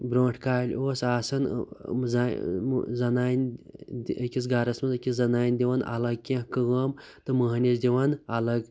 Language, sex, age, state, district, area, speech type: Kashmiri, male, 30-45, Jammu and Kashmir, Pulwama, rural, spontaneous